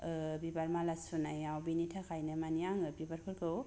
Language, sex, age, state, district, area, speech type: Bodo, female, 30-45, Assam, Kokrajhar, rural, spontaneous